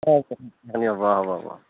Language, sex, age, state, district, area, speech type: Assamese, male, 30-45, Assam, Barpeta, rural, conversation